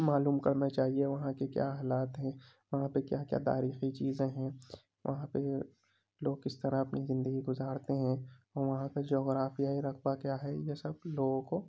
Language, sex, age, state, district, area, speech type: Urdu, male, 18-30, Uttar Pradesh, Rampur, urban, spontaneous